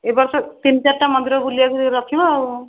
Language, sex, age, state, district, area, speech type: Odia, female, 60+, Odisha, Puri, urban, conversation